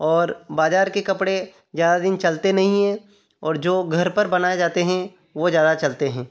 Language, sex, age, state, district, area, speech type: Hindi, male, 30-45, Madhya Pradesh, Ujjain, rural, spontaneous